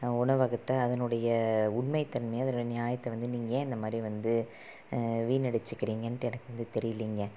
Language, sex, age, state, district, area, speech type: Tamil, female, 30-45, Tamil Nadu, Salem, urban, spontaneous